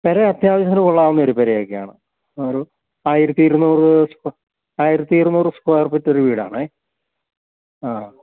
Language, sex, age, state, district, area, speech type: Malayalam, male, 60+, Kerala, Idukki, rural, conversation